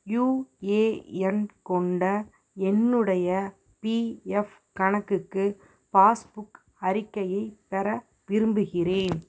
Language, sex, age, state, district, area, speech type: Tamil, female, 30-45, Tamil Nadu, Perambalur, rural, read